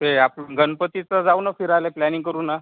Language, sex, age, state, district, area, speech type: Marathi, male, 60+, Maharashtra, Nagpur, rural, conversation